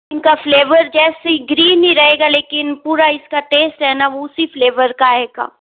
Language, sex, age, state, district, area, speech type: Hindi, female, 45-60, Rajasthan, Jodhpur, urban, conversation